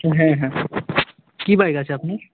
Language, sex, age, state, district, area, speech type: Bengali, male, 18-30, West Bengal, Murshidabad, urban, conversation